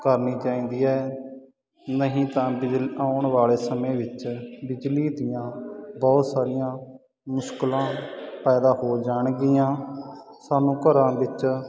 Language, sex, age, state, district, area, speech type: Punjabi, male, 30-45, Punjab, Sangrur, rural, spontaneous